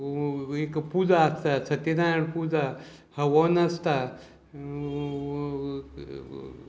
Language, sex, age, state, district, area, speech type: Goan Konkani, male, 60+, Goa, Salcete, rural, spontaneous